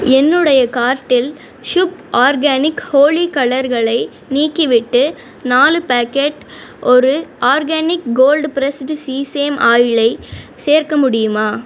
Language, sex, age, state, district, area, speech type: Tamil, female, 18-30, Tamil Nadu, Pudukkottai, rural, read